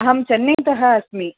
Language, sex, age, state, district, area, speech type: Sanskrit, female, 18-30, Tamil Nadu, Chennai, urban, conversation